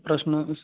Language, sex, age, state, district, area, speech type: Malayalam, male, 30-45, Kerala, Malappuram, rural, conversation